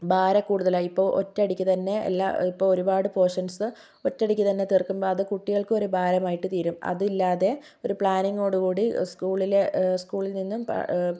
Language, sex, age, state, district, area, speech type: Malayalam, female, 18-30, Kerala, Kozhikode, urban, spontaneous